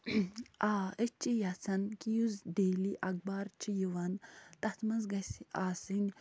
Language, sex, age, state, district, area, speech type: Kashmiri, female, 45-60, Jammu and Kashmir, Budgam, rural, spontaneous